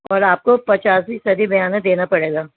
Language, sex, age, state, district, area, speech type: Urdu, female, 60+, Delhi, Central Delhi, urban, conversation